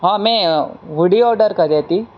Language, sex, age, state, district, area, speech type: Gujarati, male, 18-30, Gujarat, Surat, rural, spontaneous